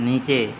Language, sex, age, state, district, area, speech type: Hindi, male, 18-30, Uttar Pradesh, Mau, urban, read